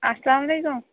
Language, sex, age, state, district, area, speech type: Kashmiri, female, 30-45, Jammu and Kashmir, Kulgam, rural, conversation